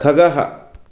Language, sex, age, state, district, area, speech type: Sanskrit, male, 45-60, Andhra Pradesh, Krishna, urban, read